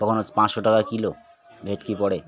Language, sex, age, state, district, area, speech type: Bengali, male, 45-60, West Bengal, Birbhum, urban, spontaneous